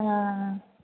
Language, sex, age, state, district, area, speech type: Sanskrit, female, 18-30, Kerala, Thrissur, urban, conversation